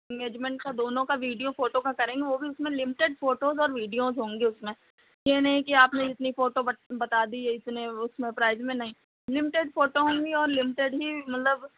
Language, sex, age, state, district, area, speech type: Hindi, female, 30-45, Uttar Pradesh, Sitapur, rural, conversation